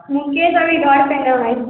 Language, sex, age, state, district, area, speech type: Maithili, female, 30-45, Bihar, Sitamarhi, rural, conversation